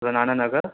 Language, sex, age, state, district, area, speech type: Urdu, male, 18-30, Uttar Pradesh, Balrampur, rural, conversation